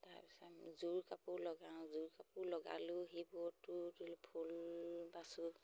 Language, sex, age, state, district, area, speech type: Assamese, female, 45-60, Assam, Sivasagar, rural, spontaneous